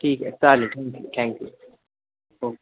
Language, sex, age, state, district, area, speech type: Marathi, male, 18-30, Maharashtra, Sindhudurg, rural, conversation